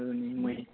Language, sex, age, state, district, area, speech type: Manipuri, male, 18-30, Manipur, Kangpokpi, urban, conversation